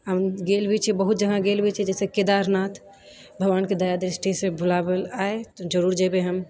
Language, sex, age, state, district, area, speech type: Maithili, female, 30-45, Bihar, Purnia, rural, spontaneous